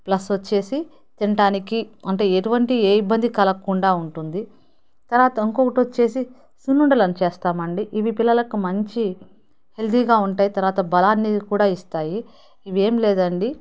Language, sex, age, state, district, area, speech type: Telugu, female, 30-45, Andhra Pradesh, Nellore, urban, spontaneous